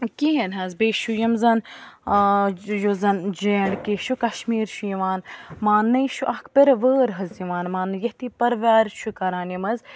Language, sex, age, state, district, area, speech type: Kashmiri, female, 18-30, Jammu and Kashmir, Bandipora, urban, spontaneous